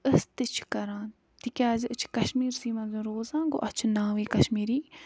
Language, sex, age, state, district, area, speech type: Kashmiri, female, 45-60, Jammu and Kashmir, Budgam, rural, spontaneous